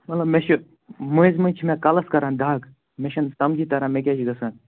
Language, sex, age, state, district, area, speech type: Kashmiri, male, 18-30, Jammu and Kashmir, Anantnag, rural, conversation